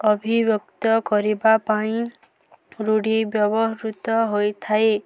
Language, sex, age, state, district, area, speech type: Odia, female, 18-30, Odisha, Balangir, urban, spontaneous